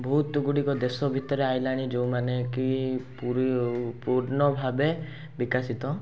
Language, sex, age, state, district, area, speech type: Odia, male, 18-30, Odisha, Rayagada, urban, spontaneous